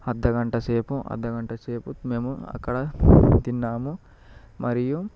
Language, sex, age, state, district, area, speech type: Telugu, male, 18-30, Telangana, Vikarabad, urban, spontaneous